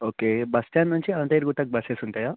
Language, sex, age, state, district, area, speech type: Telugu, male, 18-30, Telangana, Vikarabad, urban, conversation